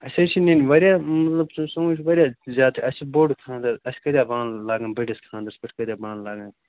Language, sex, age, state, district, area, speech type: Kashmiri, male, 18-30, Jammu and Kashmir, Bandipora, rural, conversation